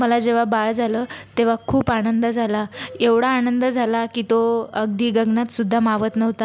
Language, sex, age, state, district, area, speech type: Marathi, female, 30-45, Maharashtra, Buldhana, rural, spontaneous